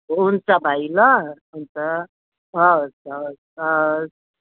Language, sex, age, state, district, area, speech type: Nepali, female, 60+, West Bengal, Jalpaiguri, urban, conversation